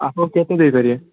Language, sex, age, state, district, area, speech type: Odia, male, 18-30, Odisha, Balasore, rural, conversation